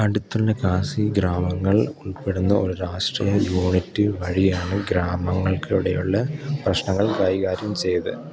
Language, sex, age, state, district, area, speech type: Malayalam, male, 18-30, Kerala, Idukki, rural, read